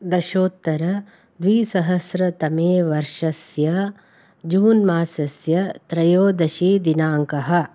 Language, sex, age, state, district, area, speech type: Sanskrit, female, 45-60, Karnataka, Bangalore Urban, urban, spontaneous